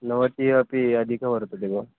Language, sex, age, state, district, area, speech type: Sanskrit, male, 18-30, Maharashtra, Kolhapur, rural, conversation